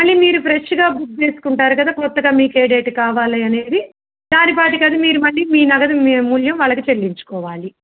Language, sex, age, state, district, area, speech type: Telugu, female, 30-45, Telangana, Medak, rural, conversation